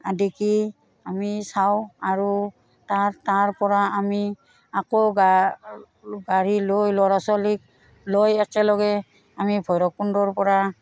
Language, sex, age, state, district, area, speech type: Assamese, female, 45-60, Assam, Udalguri, rural, spontaneous